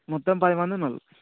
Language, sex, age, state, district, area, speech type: Telugu, male, 18-30, Telangana, Mancherial, rural, conversation